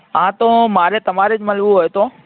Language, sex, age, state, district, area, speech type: Gujarati, male, 18-30, Gujarat, Ahmedabad, urban, conversation